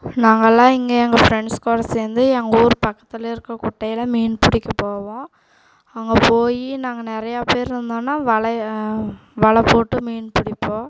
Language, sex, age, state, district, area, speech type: Tamil, female, 18-30, Tamil Nadu, Coimbatore, rural, spontaneous